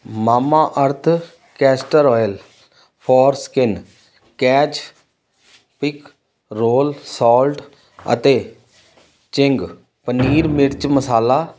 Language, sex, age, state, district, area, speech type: Punjabi, male, 30-45, Punjab, Amritsar, urban, read